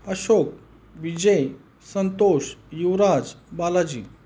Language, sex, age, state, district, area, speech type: Marathi, male, 30-45, Maharashtra, Beed, rural, spontaneous